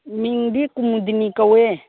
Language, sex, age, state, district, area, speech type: Manipuri, female, 60+, Manipur, Imphal East, rural, conversation